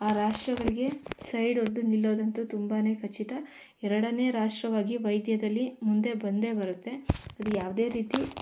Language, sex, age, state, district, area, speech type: Kannada, female, 18-30, Karnataka, Mandya, rural, spontaneous